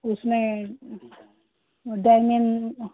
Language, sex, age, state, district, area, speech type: Hindi, female, 60+, Uttar Pradesh, Ghazipur, rural, conversation